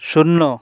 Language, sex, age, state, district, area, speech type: Bengali, male, 60+, West Bengal, North 24 Parganas, rural, read